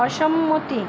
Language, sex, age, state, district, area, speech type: Bengali, female, 60+, West Bengal, Purba Bardhaman, urban, read